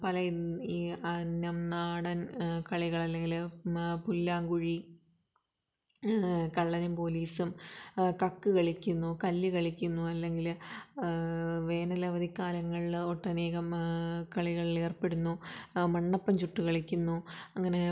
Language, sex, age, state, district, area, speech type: Malayalam, female, 30-45, Kerala, Kollam, rural, spontaneous